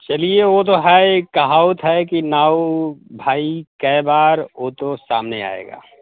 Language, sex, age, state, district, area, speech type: Hindi, male, 45-60, Uttar Pradesh, Mau, urban, conversation